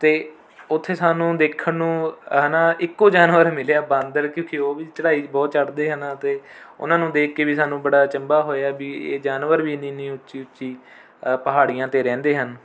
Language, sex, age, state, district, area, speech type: Punjabi, male, 18-30, Punjab, Rupnagar, urban, spontaneous